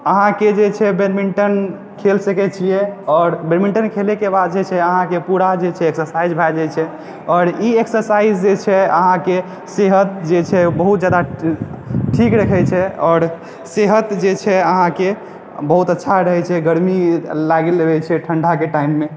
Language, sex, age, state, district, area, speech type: Maithili, male, 18-30, Bihar, Purnia, urban, spontaneous